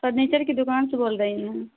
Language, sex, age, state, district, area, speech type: Urdu, female, 30-45, Bihar, Saharsa, rural, conversation